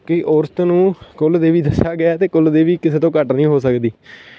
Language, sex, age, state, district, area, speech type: Punjabi, male, 18-30, Punjab, Patiala, rural, spontaneous